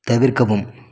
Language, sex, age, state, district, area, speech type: Tamil, male, 30-45, Tamil Nadu, Krishnagiri, rural, read